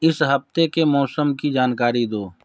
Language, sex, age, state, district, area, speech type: Hindi, male, 60+, Bihar, Darbhanga, urban, read